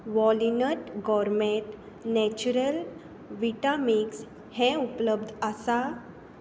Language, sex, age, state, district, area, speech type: Goan Konkani, female, 30-45, Goa, Tiswadi, rural, read